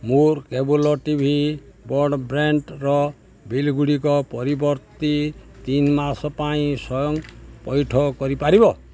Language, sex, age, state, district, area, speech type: Odia, male, 60+, Odisha, Balangir, urban, read